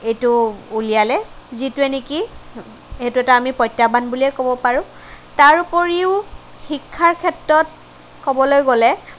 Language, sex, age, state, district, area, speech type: Assamese, female, 30-45, Assam, Kamrup Metropolitan, urban, spontaneous